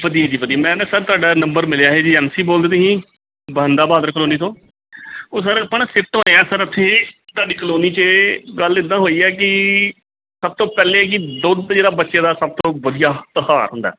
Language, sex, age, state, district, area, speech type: Punjabi, male, 30-45, Punjab, Gurdaspur, urban, conversation